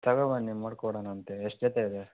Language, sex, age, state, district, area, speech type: Kannada, male, 18-30, Karnataka, Chitradurga, rural, conversation